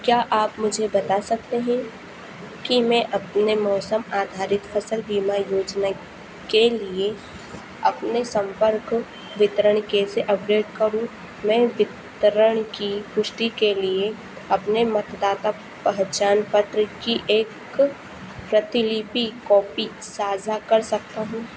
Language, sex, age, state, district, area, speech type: Hindi, female, 18-30, Madhya Pradesh, Harda, rural, read